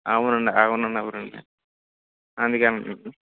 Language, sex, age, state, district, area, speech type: Telugu, male, 18-30, Andhra Pradesh, Eluru, rural, conversation